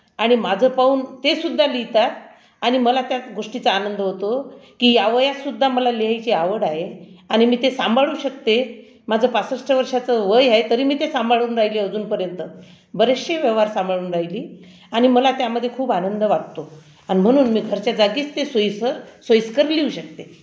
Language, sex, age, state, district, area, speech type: Marathi, female, 60+, Maharashtra, Akola, rural, spontaneous